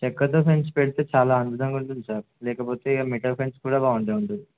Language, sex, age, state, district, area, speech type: Telugu, male, 18-30, Telangana, Warangal, rural, conversation